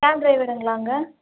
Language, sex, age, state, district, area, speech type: Tamil, female, 18-30, Tamil Nadu, Chennai, urban, conversation